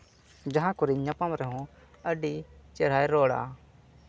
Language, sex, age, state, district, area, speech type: Santali, male, 18-30, Jharkhand, Seraikela Kharsawan, rural, spontaneous